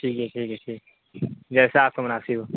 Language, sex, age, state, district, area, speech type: Urdu, male, 30-45, Bihar, Supaul, rural, conversation